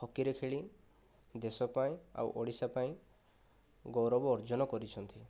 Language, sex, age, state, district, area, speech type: Odia, male, 30-45, Odisha, Kandhamal, rural, spontaneous